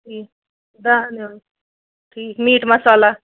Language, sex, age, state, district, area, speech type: Kashmiri, female, 30-45, Jammu and Kashmir, Ganderbal, rural, conversation